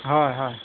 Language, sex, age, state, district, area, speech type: Assamese, male, 60+, Assam, Golaghat, rural, conversation